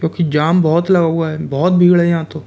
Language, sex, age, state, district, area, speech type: Hindi, male, 60+, Rajasthan, Jaipur, urban, spontaneous